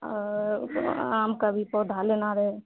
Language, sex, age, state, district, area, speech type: Maithili, female, 60+, Bihar, Purnia, rural, conversation